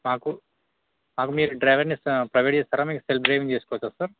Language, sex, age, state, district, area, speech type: Telugu, male, 18-30, Telangana, Bhadradri Kothagudem, urban, conversation